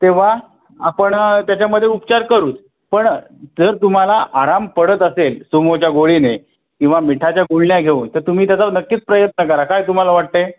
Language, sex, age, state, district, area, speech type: Marathi, male, 30-45, Maharashtra, Raigad, rural, conversation